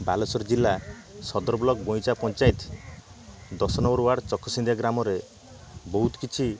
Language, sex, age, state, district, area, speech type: Odia, male, 30-45, Odisha, Balasore, rural, spontaneous